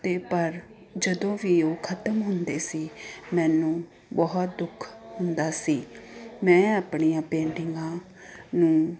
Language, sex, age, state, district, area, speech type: Punjabi, female, 30-45, Punjab, Ludhiana, urban, spontaneous